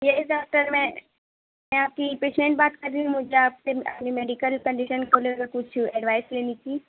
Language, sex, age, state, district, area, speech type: Urdu, other, 18-30, Uttar Pradesh, Mau, urban, conversation